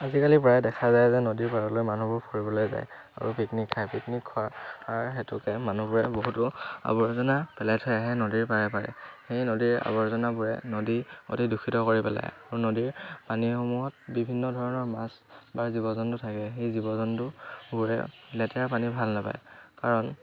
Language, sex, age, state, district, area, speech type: Assamese, male, 18-30, Assam, Dhemaji, urban, spontaneous